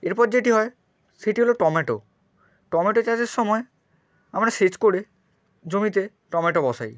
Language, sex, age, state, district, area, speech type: Bengali, male, 30-45, West Bengal, Purba Medinipur, rural, spontaneous